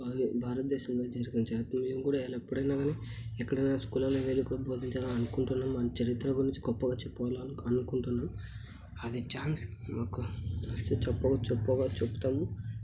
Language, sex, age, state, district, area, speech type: Telugu, male, 30-45, Andhra Pradesh, Kadapa, rural, spontaneous